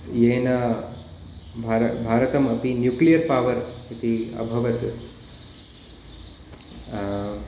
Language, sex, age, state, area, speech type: Sanskrit, male, 30-45, Uttar Pradesh, urban, spontaneous